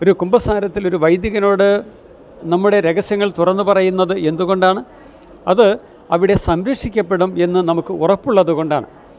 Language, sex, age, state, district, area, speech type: Malayalam, male, 60+, Kerala, Kottayam, rural, spontaneous